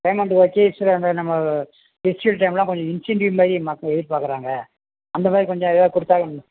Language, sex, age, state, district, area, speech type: Tamil, male, 45-60, Tamil Nadu, Perambalur, urban, conversation